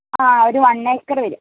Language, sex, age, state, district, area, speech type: Malayalam, female, 30-45, Kerala, Wayanad, rural, conversation